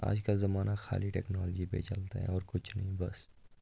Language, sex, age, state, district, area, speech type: Kashmiri, male, 18-30, Jammu and Kashmir, Kupwara, rural, spontaneous